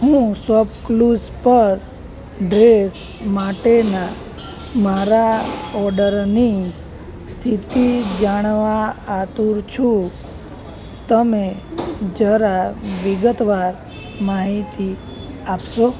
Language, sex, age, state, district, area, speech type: Gujarati, male, 18-30, Gujarat, Anand, rural, read